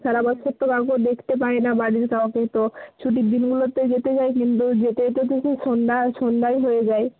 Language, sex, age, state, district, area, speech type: Bengali, female, 30-45, West Bengal, Bankura, urban, conversation